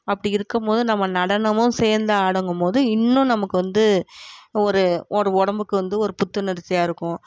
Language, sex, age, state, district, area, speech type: Tamil, female, 45-60, Tamil Nadu, Tiruvarur, rural, spontaneous